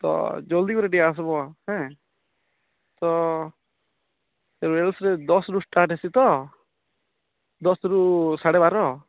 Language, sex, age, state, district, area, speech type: Odia, male, 18-30, Odisha, Balangir, urban, conversation